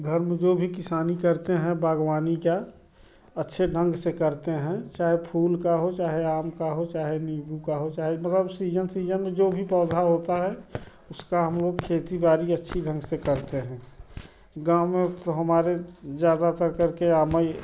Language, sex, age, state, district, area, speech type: Hindi, male, 30-45, Uttar Pradesh, Prayagraj, rural, spontaneous